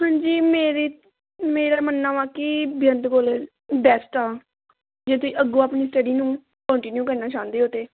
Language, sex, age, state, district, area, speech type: Punjabi, female, 18-30, Punjab, Gurdaspur, rural, conversation